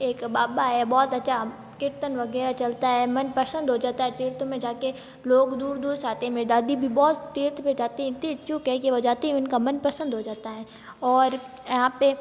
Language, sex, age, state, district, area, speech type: Hindi, female, 18-30, Rajasthan, Jodhpur, urban, spontaneous